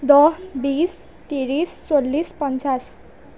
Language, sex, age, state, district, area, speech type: Assamese, female, 18-30, Assam, Darrang, rural, spontaneous